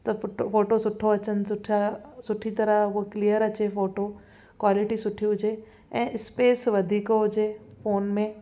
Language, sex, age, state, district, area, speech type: Sindhi, female, 30-45, Gujarat, Kutch, urban, spontaneous